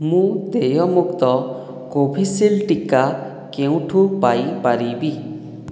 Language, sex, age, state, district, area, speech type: Odia, male, 45-60, Odisha, Boudh, rural, read